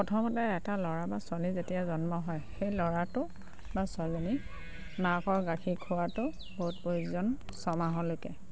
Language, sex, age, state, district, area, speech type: Assamese, female, 30-45, Assam, Sivasagar, rural, spontaneous